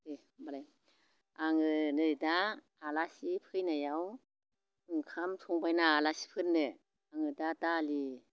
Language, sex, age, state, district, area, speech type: Bodo, female, 60+, Assam, Baksa, rural, spontaneous